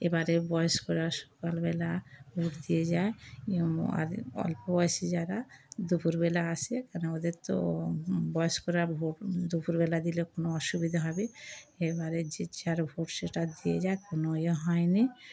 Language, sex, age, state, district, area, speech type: Bengali, female, 60+, West Bengal, Darjeeling, rural, spontaneous